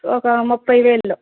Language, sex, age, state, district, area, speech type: Telugu, female, 45-60, Andhra Pradesh, Guntur, urban, conversation